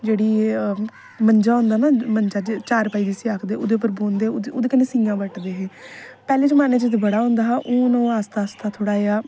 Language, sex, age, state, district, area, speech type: Dogri, female, 18-30, Jammu and Kashmir, Samba, rural, spontaneous